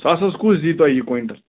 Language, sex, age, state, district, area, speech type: Kashmiri, male, 30-45, Jammu and Kashmir, Bandipora, rural, conversation